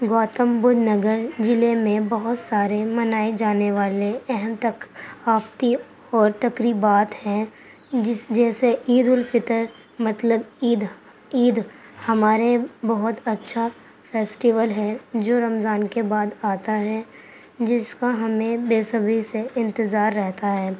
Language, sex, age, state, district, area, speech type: Urdu, female, 18-30, Uttar Pradesh, Gautam Buddha Nagar, urban, spontaneous